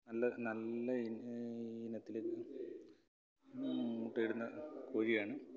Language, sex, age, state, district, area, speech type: Malayalam, male, 45-60, Kerala, Kollam, rural, spontaneous